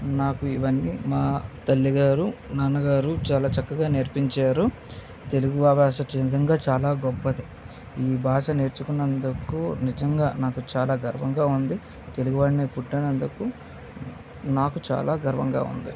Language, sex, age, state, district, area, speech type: Telugu, male, 30-45, Andhra Pradesh, Visakhapatnam, urban, spontaneous